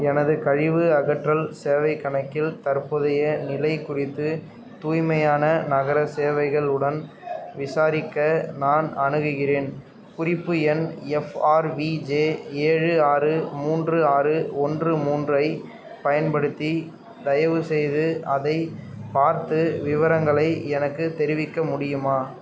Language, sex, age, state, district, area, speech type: Tamil, male, 18-30, Tamil Nadu, Perambalur, urban, read